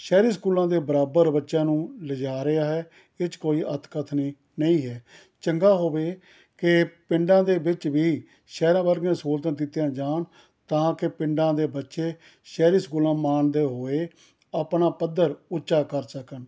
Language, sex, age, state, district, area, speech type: Punjabi, male, 60+, Punjab, Rupnagar, rural, spontaneous